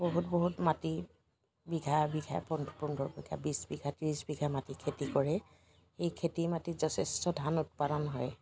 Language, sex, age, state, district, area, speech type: Assamese, female, 60+, Assam, Dibrugarh, rural, spontaneous